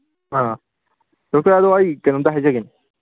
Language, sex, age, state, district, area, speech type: Manipuri, male, 18-30, Manipur, Kangpokpi, urban, conversation